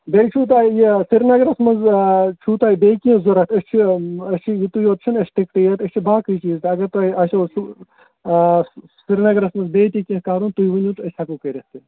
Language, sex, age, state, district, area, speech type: Kashmiri, male, 30-45, Jammu and Kashmir, Srinagar, urban, conversation